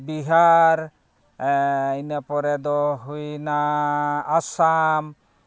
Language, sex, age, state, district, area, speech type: Santali, male, 30-45, Jharkhand, East Singhbhum, rural, spontaneous